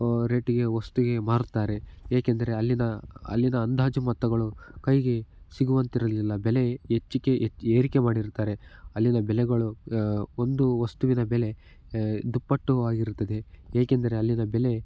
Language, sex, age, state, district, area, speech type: Kannada, male, 18-30, Karnataka, Chitradurga, rural, spontaneous